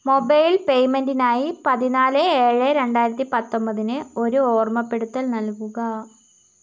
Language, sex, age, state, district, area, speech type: Malayalam, female, 45-60, Kerala, Wayanad, rural, read